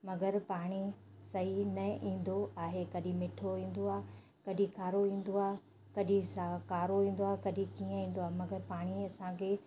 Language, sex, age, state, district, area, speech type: Sindhi, female, 30-45, Madhya Pradesh, Katni, urban, spontaneous